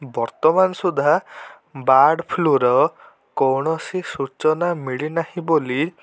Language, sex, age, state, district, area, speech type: Odia, male, 18-30, Odisha, Cuttack, urban, spontaneous